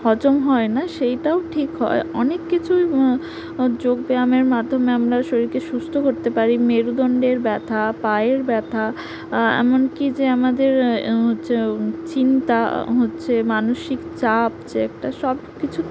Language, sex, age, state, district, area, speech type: Bengali, female, 30-45, West Bengal, Purba Medinipur, rural, spontaneous